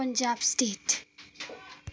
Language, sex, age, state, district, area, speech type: Nepali, female, 18-30, West Bengal, Kalimpong, rural, spontaneous